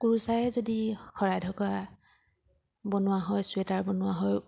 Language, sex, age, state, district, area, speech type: Assamese, female, 30-45, Assam, Sivasagar, urban, spontaneous